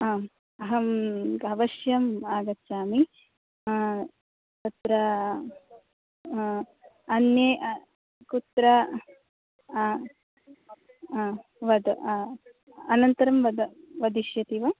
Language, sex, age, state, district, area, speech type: Sanskrit, female, 18-30, Kerala, Kasaragod, rural, conversation